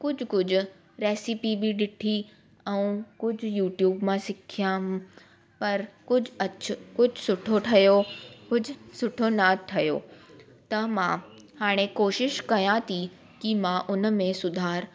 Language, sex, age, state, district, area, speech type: Sindhi, female, 18-30, Delhi, South Delhi, urban, spontaneous